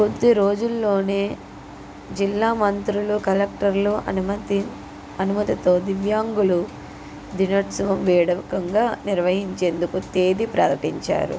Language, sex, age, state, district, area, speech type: Telugu, female, 45-60, Andhra Pradesh, N T Rama Rao, urban, spontaneous